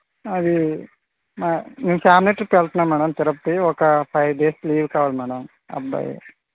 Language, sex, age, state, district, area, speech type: Telugu, male, 30-45, Andhra Pradesh, Vizianagaram, rural, conversation